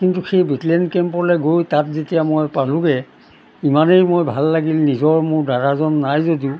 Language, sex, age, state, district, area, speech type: Assamese, male, 60+, Assam, Golaghat, urban, spontaneous